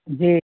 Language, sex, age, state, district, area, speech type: Hindi, male, 45-60, Rajasthan, Karauli, rural, conversation